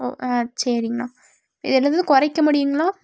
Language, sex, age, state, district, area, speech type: Tamil, female, 18-30, Tamil Nadu, Tiruppur, rural, spontaneous